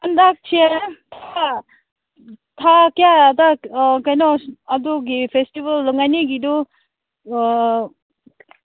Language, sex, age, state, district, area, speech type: Manipuri, female, 30-45, Manipur, Senapati, urban, conversation